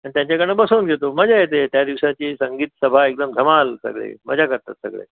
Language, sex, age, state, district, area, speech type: Marathi, male, 60+, Maharashtra, Mumbai Suburban, urban, conversation